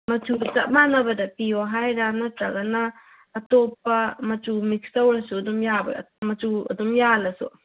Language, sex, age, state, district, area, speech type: Manipuri, female, 18-30, Manipur, Kangpokpi, urban, conversation